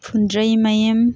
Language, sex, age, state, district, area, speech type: Manipuri, female, 18-30, Manipur, Thoubal, rural, spontaneous